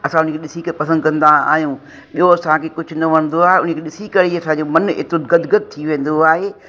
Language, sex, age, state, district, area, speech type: Sindhi, female, 60+, Uttar Pradesh, Lucknow, urban, spontaneous